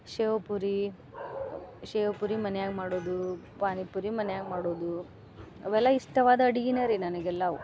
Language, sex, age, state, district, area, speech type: Kannada, female, 30-45, Karnataka, Gadag, rural, spontaneous